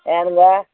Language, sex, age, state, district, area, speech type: Tamil, female, 60+, Tamil Nadu, Coimbatore, urban, conversation